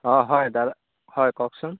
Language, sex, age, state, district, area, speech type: Assamese, male, 18-30, Assam, Sivasagar, rural, conversation